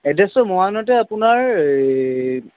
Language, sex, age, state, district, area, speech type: Assamese, male, 30-45, Assam, Charaideo, urban, conversation